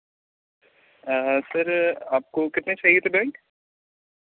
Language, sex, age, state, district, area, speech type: Hindi, male, 18-30, Madhya Pradesh, Seoni, urban, conversation